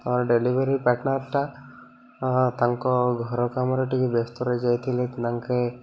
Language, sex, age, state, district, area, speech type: Odia, male, 18-30, Odisha, Koraput, urban, spontaneous